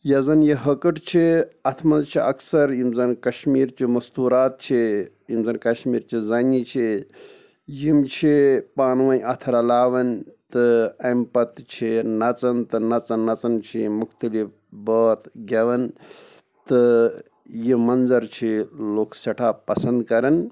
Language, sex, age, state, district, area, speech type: Kashmiri, male, 45-60, Jammu and Kashmir, Anantnag, rural, spontaneous